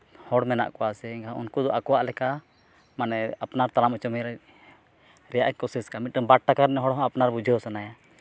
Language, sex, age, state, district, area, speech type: Santali, male, 30-45, Jharkhand, East Singhbhum, rural, spontaneous